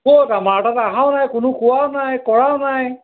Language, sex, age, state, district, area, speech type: Assamese, male, 45-60, Assam, Golaghat, rural, conversation